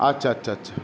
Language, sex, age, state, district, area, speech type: Bengali, male, 30-45, West Bengal, Howrah, urban, spontaneous